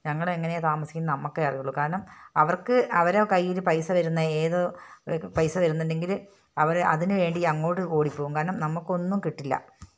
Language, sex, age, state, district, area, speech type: Malayalam, female, 60+, Kerala, Wayanad, rural, spontaneous